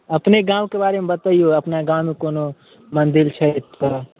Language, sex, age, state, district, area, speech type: Maithili, male, 18-30, Bihar, Samastipur, urban, conversation